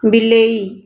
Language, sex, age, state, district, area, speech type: Odia, female, 60+, Odisha, Nayagarh, rural, read